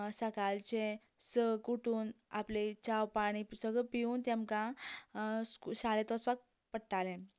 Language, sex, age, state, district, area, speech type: Goan Konkani, female, 18-30, Goa, Canacona, rural, spontaneous